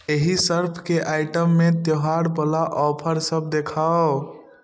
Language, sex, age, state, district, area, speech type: Maithili, male, 18-30, Bihar, Darbhanga, rural, read